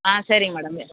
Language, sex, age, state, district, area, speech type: Tamil, female, 30-45, Tamil Nadu, Vellore, urban, conversation